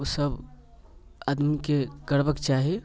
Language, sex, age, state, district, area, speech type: Maithili, male, 30-45, Bihar, Muzaffarpur, urban, spontaneous